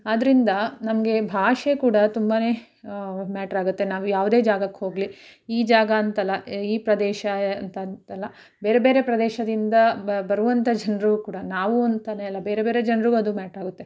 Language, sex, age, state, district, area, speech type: Kannada, female, 30-45, Karnataka, Mandya, rural, spontaneous